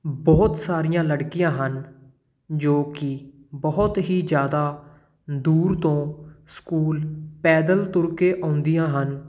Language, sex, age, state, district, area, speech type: Punjabi, male, 18-30, Punjab, Patiala, urban, spontaneous